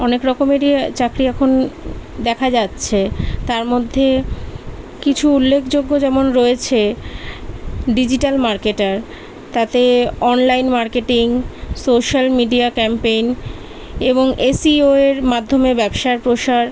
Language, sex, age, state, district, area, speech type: Bengali, female, 30-45, West Bengal, Kolkata, urban, spontaneous